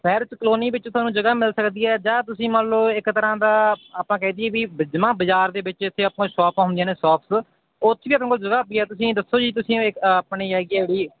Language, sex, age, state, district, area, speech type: Punjabi, male, 18-30, Punjab, Mansa, rural, conversation